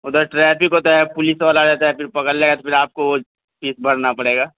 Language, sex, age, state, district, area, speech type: Urdu, male, 30-45, Delhi, Central Delhi, urban, conversation